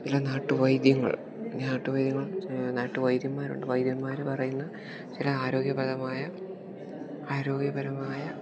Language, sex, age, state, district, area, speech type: Malayalam, male, 18-30, Kerala, Idukki, rural, spontaneous